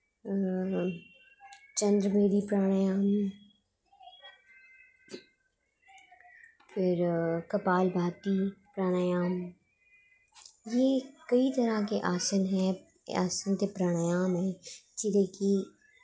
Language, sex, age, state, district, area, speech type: Dogri, female, 30-45, Jammu and Kashmir, Jammu, urban, spontaneous